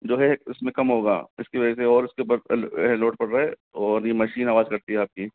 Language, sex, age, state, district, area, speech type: Hindi, male, 45-60, Rajasthan, Jaipur, urban, conversation